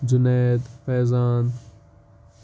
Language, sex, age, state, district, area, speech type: Kashmiri, male, 18-30, Jammu and Kashmir, Kupwara, rural, spontaneous